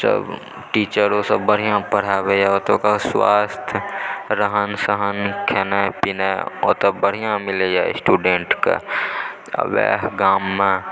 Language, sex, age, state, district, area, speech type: Maithili, male, 18-30, Bihar, Supaul, rural, spontaneous